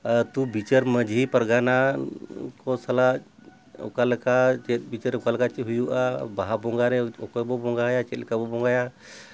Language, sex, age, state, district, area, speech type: Santali, male, 60+, Jharkhand, Bokaro, rural, spontaneous